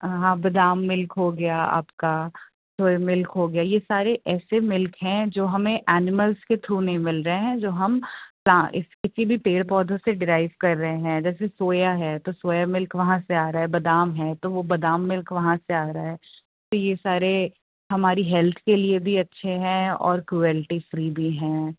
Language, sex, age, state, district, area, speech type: Urdu, female, 30-45, Uttar Pradesh, Rampur, urban, conversation